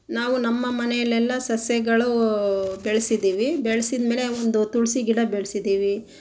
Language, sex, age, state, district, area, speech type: Kannada, female, 45-60, Karnataka, Chitradurga, rural, spontaneous